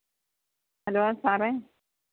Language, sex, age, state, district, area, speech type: Malayalam, female, 45-60, Kerala, Pathanamthitta, rural, conversation